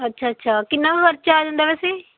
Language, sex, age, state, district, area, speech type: Punjabi, female, 18-30, Punjab, Fatehgarh Sahib, rural, conversation